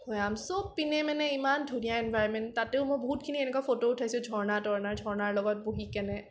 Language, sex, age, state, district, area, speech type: Assamese, female, 18-30, Assam, Kamrup Metropolitan, urban, spontaneous